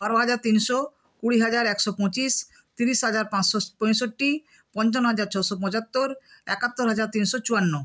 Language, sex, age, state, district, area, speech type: Bengali, female, 60+, West Bengal, Nadia, rural, spontaneous